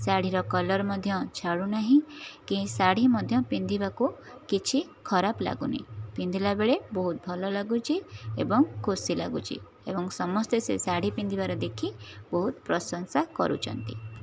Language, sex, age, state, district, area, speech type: Odia, female, 30-45, Odisha, Jajpur, rural, spontaneous